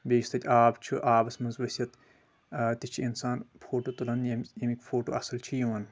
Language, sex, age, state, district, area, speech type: Kashmiri, male, 18-30, Jammu and Kashmir, Shopian, urban, spontaneous